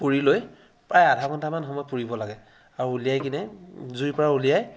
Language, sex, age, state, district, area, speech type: Assamese, male, 60+, Assam, Charaideo, rural, spontaneous